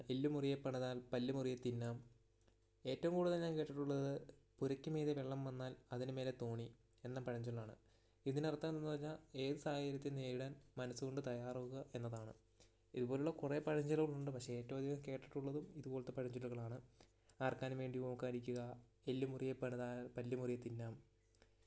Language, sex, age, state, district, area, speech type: Malayalam, male, 18-30, Kerala, Idukki, rural, spontaneous